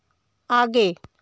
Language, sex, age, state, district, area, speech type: Hindi, female, 30-45, Uttar Pradesh, Varanasi, urban, read